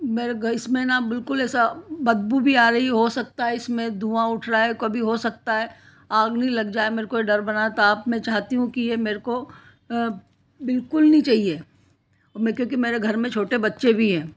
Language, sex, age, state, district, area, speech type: Hindi, female, 60+, Madhya Pradesh, Ujjain, urban, spontaneous